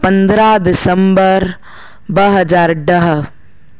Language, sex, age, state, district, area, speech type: Sindhi, female, 45-60, Madhya Pradesh, Katni, urban, spontaneous